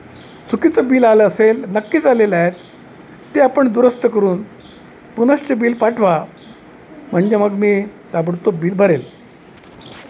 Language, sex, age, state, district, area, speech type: Marathi, male, 60+, Maharashtra, Wardha, urban, spontaneous